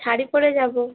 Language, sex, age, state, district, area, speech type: Bengali, female, 18-30, West Bengal, Uttar Dinajpur, urban, conversation